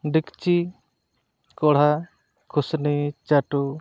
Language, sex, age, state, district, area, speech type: Santali, male, 30-45, West Bengal, Purulia, rural, spontaneous